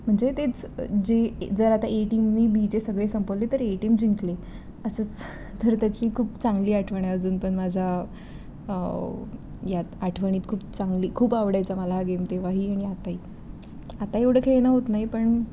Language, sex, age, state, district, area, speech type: Marathi, female, 18-30, Maharashtra, Pune, urban, spontaneous